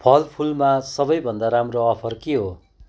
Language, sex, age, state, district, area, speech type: Nepali, male, 45-60, West Bengal, Kalimpong, rural, read